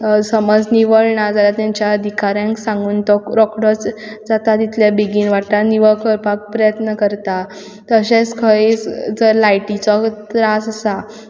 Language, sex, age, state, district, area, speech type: Goan Konkani, female, 18-30, Goa, Quepem, rural, spontaneous